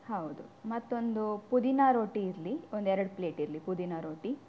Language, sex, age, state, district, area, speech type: Kannada, female, 18-30, Karnataka, Udupi, rural, spontaneous